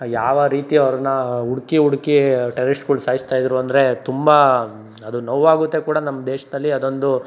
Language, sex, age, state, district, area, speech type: Kannada, male, 18-30, Karnataka, Tumkur, rural, spontaneous